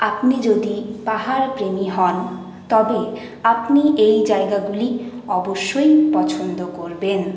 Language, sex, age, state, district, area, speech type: Bengali, female, 60+, West Bengal, Paschim Bardhaman, urban, spontaneous